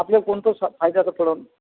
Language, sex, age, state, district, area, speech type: Marathi, male, 60+, Maharashtra, Akola, urban, conversation